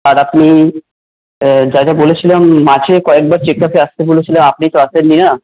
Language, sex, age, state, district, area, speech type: Bengali, male, 30-45, West Bengal, Paschim Bardhaman, urban, conversation